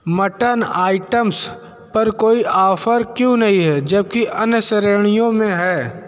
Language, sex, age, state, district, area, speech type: Hindi, male, 30-45, Uttar Pradesh, Bhadohi, urban, read